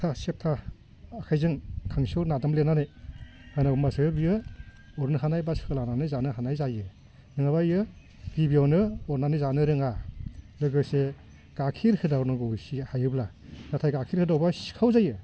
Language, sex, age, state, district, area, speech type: Bodo, male, 60+, Assam, Baksa, rural, spontaneous